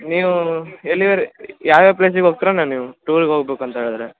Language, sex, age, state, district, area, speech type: Kannada, male, 18-30, Karnataka, Uttara Kannada, rural, conversation